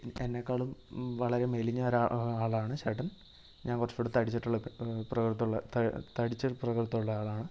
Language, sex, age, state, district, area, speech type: Malayalam, male, 18-30, Kerala, Wayanad, rural, spontaneous